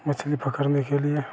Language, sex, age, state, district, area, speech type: Hindi, male, 45-60, Bihar, Vaishali, urban, spontaneous